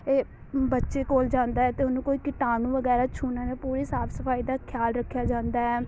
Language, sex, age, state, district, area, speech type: Punjabi, female, 18-30, Punjab, Amritsar, urban, spontaneous